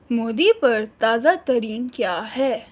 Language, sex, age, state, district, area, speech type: Urdu, female, 18-30, Delhi, Central Delhi, urban, read